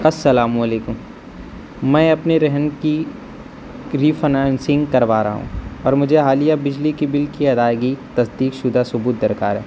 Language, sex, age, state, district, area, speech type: Urdu, male, 18-30, Uttar Pradesh, Azamgarh, rural, spontaneous